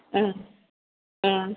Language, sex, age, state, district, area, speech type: Dogri, female, 30-45, Jammu and Kashmir, Samba, urban, conversation